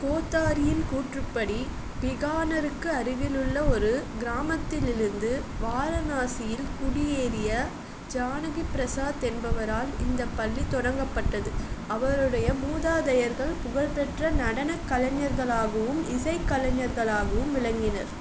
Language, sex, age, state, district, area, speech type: Tamil, female, 18-30, Tamil Nadu, Chengalpattu, urban, read